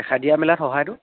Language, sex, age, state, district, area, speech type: Assamese, male, 18-30, Assam, Sivasagar, rural, conversation